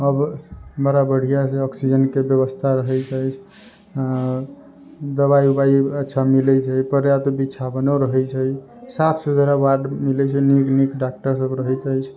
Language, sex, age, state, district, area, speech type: Maithili, male, 45-60, Bihar, Sitamarhi, rural, spontaneous